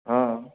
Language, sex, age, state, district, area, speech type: Odia, male, 60+, Odisha, Nayagarh, rural, conversation